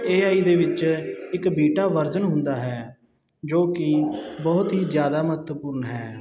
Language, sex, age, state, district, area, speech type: Punjabi, male, 30-45, Punjab, Sangrur, rural, spontaneous